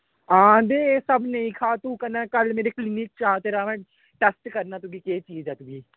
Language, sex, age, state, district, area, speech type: Dogri, male, 18-30, Jammu and Kashmir, Samba, rural, conversation